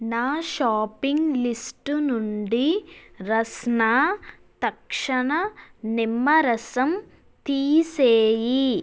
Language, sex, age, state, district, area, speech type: Telugu, female, 18-30, Andhra Pradesh, West Godavari, rural, read